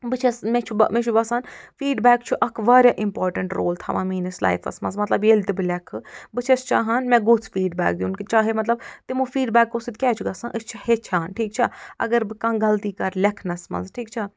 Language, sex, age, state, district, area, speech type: Kashmiri, female, 45-60, Jammu and Kashmir, Budgam, rural, spontaneous